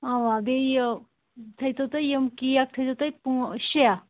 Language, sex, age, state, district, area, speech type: Kashmiri, female, 30-45, Jammu and Kashmir, Anantnag, rural, conversation